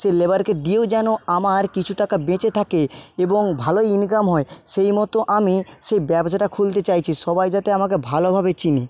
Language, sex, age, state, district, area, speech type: Bengali, male, 18-30, West Bengal, Jhargram, rural, spontaneous